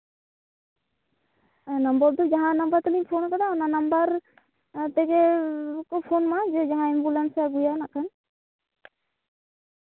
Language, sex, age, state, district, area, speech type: Santali, female, 18-30, West Bengal, Bankura, rural, conversation